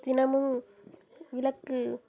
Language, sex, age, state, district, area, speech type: Tamil, female, 18-30, Tamil Nadu, Sivaganga, rural, spontaneous